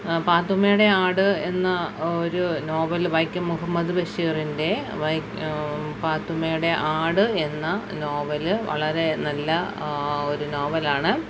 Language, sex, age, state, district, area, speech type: Malayalam, female, 30-45, Kerala, Alappuzha, rural, spontaneous